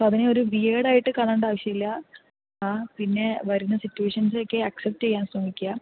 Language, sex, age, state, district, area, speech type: Malayalam, female, 30-45, Kerala, Palakkad, rural, conversation